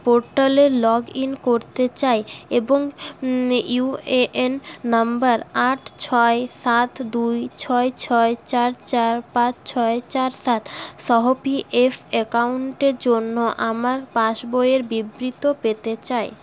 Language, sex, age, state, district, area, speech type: Bengali, female, 18-30, West Bengal, Paschim Bardhaman, urban, read